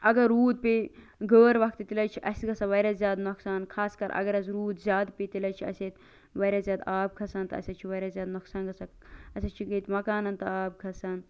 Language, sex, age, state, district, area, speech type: Kashmiri, female, 30-45, Jammu and Kashmir, Bandipora, rural, spontaneous